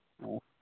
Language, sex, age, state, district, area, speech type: Santali, male, 18-30, Jharkhand, East Singhbhum, rural, conversation